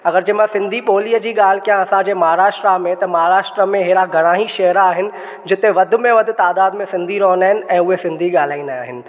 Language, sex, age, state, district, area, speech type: Sindhi, male, 18-30, Maharashtra, Thane, urban, spontaneous